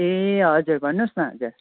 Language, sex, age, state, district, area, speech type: Nepali, female, 45-60, West Bengal, Jalpaiguri, urban, conversation